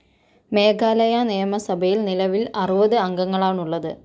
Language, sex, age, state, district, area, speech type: Malayalam, female, 45-60, Kerala, Kozhikode, urban, read